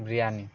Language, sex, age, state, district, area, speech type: Bengali, male, 30-45, West Bengal, Birbhum, urban, spontaneous